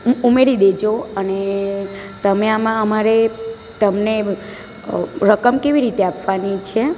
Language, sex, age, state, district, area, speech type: Gujarati, female, 30-45, Gujarat, Surat, rural, spontaneous